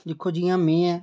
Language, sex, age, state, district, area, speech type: Dogri, male, 18-30, Jammu and Kashmir, Reasi, rural, spontaneous